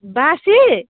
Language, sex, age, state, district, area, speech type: Nepali, female, 45-60, West Bengal, Jalpaiguri, rural, conversation